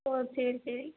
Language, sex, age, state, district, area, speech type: Tamil, female, 18-30, Tamil Nadu, Sivaganga, rural, conversation